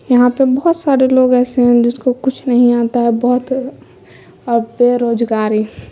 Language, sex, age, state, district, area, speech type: Urdu, female, 18-30, Bihar, Supaul, rural, spontaneous